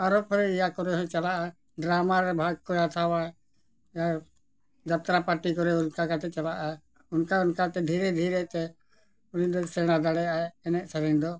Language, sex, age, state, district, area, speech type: Santali, male, 60+, Jharkhand, Bokaro, rural, spontaneous